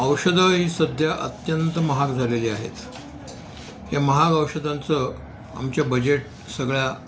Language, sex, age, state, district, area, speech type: Marathi, male, 60+, Maharashtra, Nashik, urban, spontaneous